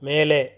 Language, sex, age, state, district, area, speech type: Tamil, male, 30-45, Tamil Nadu, Tiruppur, rural, read